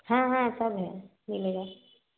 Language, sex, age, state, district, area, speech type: Hindi, female, 30-45, Uttar Pradesh, Varanasi, urban, conversation